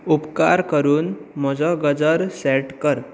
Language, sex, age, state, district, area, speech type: Goan Konkani, male, 18-30, Goa, Bardez, urban, read